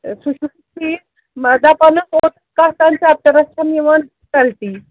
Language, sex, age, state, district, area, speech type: Kashmiri, female, 30-45, Jammu and Kashmir, Srinagar, urban, conversation